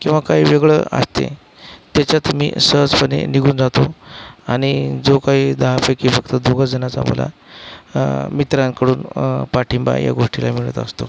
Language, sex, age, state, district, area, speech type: Marathi, male, 45-60, Maharashtra, Akola, rural, spontaneous